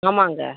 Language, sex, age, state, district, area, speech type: Tamil, female, 30-45, Tamil Nadu, Tiruvannamalai, urban, conversation